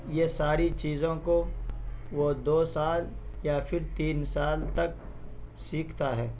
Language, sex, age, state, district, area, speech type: Urdu, male, 18-30, Bihar, Purnia, rural, spontaneous